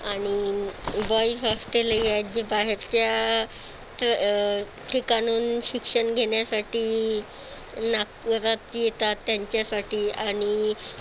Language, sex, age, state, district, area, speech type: Marathi, female, 30-45, Maharashtra, Nagpur, urban, spontaneous